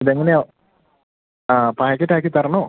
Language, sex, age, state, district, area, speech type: Malayalam, male, 18-30, Kerala, Idukki, rural, conversation